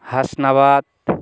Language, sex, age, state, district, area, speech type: Bengali, male, 60+, West Bengal, North 24 Parganas, rural, spontaneous